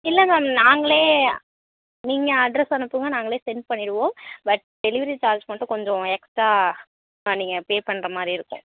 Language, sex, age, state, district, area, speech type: Tamil, female, 18-30, Tamil Nadu, Tiruvarur, rural, conversation